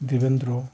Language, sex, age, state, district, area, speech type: Bengali, male, 45-60, West Bengal, Howrah, urban, spontaneous